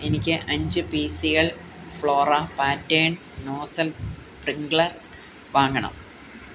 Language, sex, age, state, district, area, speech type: Malayalam, female, 45-60, Kerala, Kottayam, rural, read